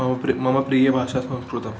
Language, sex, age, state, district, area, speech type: Marathi, male, 18-30, Maharashtra, Sangli, rural, spontaneous